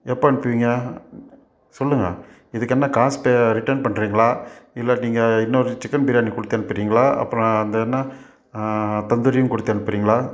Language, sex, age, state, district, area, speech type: Tamil, male, 45-60, Tamil Nadu, Salem, urban, spontaneous